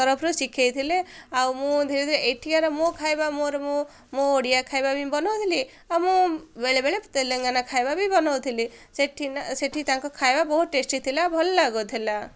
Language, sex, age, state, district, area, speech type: Odia, female, 18-30, Odisha, Ganjam, urban, spontaneous